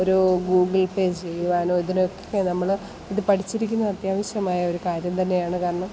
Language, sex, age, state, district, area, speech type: Malayalam, female, 30-45, Kerala, Kollam, rural, spontaneous